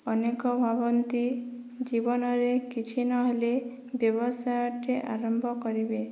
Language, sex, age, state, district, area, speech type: Odia, female, 30-45, Odisha, Boudh, rural, spontaneous